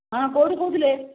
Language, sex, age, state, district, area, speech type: Odia, female, 60+, Odisha, Angul, rural, conversation